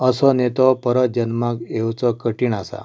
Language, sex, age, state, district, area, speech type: Goan Konkani, male, 60+, Goa, Canacona, rural, spontaneous